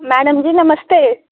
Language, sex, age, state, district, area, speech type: Dogri, female, 18-30, Jammu and Kashmir, Udhampur, rural, conversation